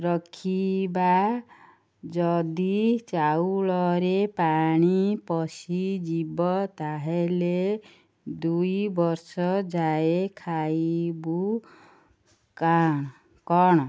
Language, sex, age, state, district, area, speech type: Odia, female, 30-45, Odisha, Ganjam, urban, spontaneous